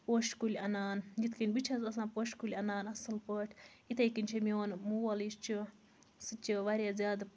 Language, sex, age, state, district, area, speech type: Kashmiri, female, 30-45, Jammu and Kashmir, Baramulla, rural, spontaneous